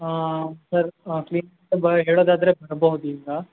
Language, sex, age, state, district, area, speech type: Kannada, male, 18-30, Karnataka, Bangalore Urban, urban, conversation